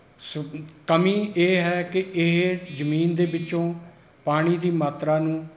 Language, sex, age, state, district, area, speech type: Punjabi, male, 60+, Punjab, Rupnagar, rural, spontaneous